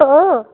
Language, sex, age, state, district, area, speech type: Marathi, female, 30-45, Maharashtra, Washim, rural, conversation